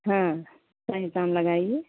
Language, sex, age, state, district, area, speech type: Hindi, female, 60+, Uttar Pradesh, Pratapgarh, rural, conversation